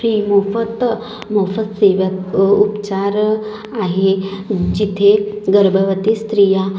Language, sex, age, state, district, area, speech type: Marathi, female, 18-30, Maharashtra, Nagpur, urban, spontaneous